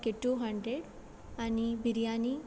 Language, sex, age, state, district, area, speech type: Goan Konkani, female, 18-30, Goa, Quepem, rural, spontaneous